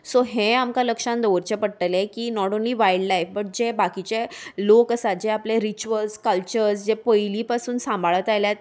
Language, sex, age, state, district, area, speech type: Goan Konkani, female, 30-45, Goa, Salcete, urban, spontaneous